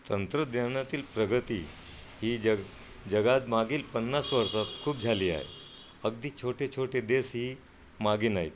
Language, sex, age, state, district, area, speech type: Marathi, male, 60+, Maharashtra, Nagpur, urban, spontaneous